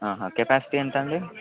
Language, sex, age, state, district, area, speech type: Telugu, male, 18-30, Telangana, Warangal, urban, conversation